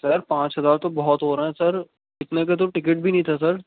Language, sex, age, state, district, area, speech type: Urdu, male, 18-30, Uttar Pradesh, Rampur, urban, conversation